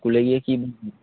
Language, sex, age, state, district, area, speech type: Bengali, male, 18-30, West Bengal, Darjeeling, urban, conversation